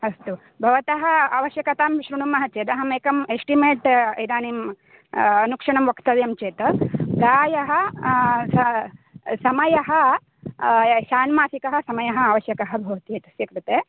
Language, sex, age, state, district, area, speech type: Sanskrit, female, 30-45, Karnataka, Uttara Kannada, urban, conversation